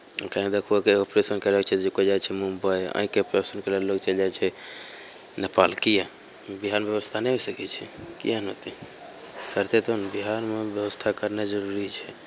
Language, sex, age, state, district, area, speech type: Maithili, male, 30-45, Bihar, Begusarai, urban, spontaneous